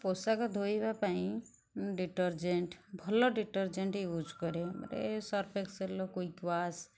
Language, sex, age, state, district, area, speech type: Odia, female, 60+, Odisha, Kendujhar, urban, spontaneous